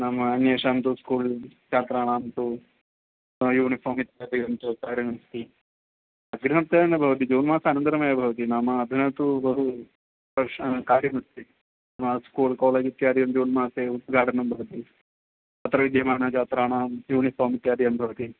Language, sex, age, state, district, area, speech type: Sanskrit, male, 30-45, Kerala, Thrissur, urban, conversation